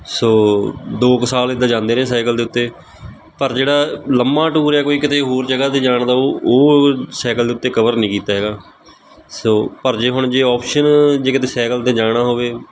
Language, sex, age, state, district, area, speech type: Punjabi, male, 18-30, Punjab, Kapurthala, rural, spontaneous